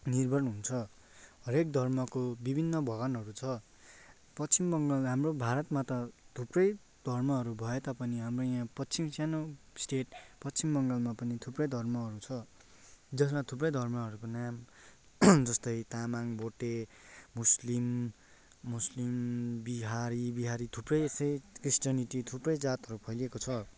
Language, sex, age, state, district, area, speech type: Nepali, male, 18-30, West Bengal, Darjeeling, urban, spontaneous